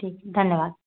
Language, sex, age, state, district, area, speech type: Hindi, female, 30-45, Madhya Pradesh, Gwalior, urban, conversation